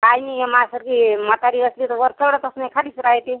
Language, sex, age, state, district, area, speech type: Marathi, female, 45-60, Maharashtra, Washim, rural, conversation